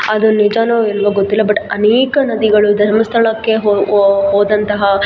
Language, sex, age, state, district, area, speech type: Kannada, female, 18-30, Karnataka, Kolar, rural, spontaneous